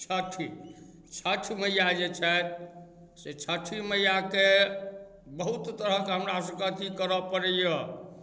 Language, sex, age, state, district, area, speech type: Maithili, male, 45-60, Bihar, Darbhanga, rural, spontaneous